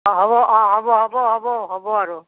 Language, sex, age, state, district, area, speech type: Assamese, female, 60+, Assam, Nalbari, rural, conversation